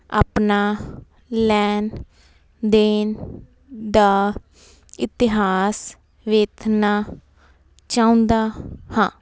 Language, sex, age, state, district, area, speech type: Punjabi, female, 18-30, Punjab, Fazilka, urban, read